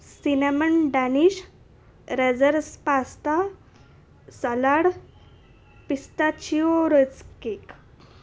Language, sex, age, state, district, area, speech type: Marathi, female, 18-30, Maharashtra, Nashik, urban, spontaneous